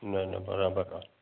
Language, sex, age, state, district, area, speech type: Sindhi, male, 60+, Gujarat, Kutch, urban, conversation